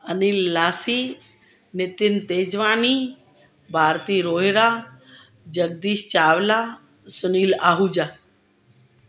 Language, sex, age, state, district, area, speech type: Sindhi, female, 60+, Gujarat, Surat, urban, spontaneous